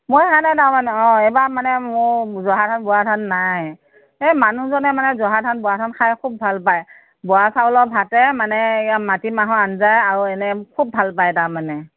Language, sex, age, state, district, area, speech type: Assamese, female, 60+, Assam, Morigaon, rural, conversation